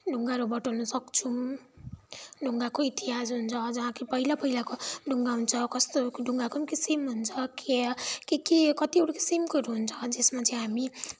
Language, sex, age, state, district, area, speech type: Nepali, female, 18-30, West Bengal, Kalimpong, rural, spontaneous